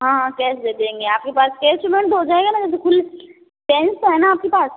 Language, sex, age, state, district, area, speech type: Hindi, female, 45-60, Rajasthan, Jodhpur, urban, conversation